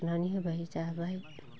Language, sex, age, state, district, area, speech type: Bodo, female, 45-60, Assam, Baksa, rural, spontaneous